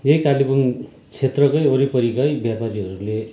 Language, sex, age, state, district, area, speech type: Nepali, male, 45-60, West Bengal, Kalimpong, rural, spontaneous